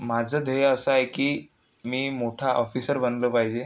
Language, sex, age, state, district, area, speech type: Marathi, male, 18-30, Maharashtra, Amravati, rural, spontaneous